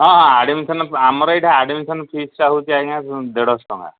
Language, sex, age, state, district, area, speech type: Odia, male, 45-60, Odisha, Koraput, rural, conversation